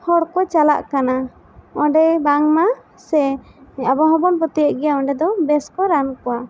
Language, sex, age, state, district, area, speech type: Santali, female, 18-30, West Bengal, Bankura, rural, spontaneous